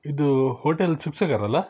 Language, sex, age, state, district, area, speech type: Kannada, male, 30-45, Karnataka, Shimoga, rural, spontaneous